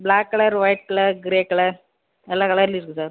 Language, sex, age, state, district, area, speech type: Tamil, male, 18-30, Tamil Nadu, Mayiladuthurai, urban, conversation